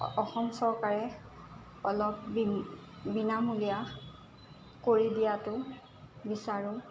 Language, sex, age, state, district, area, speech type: Assamese, female, 18-30, Assam, Jorhat, urban, spontaneous